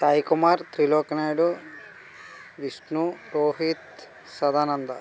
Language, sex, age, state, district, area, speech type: Telugu, male, 30-45, Andhra Pradesh, Vizianagaram, rural, spontaneous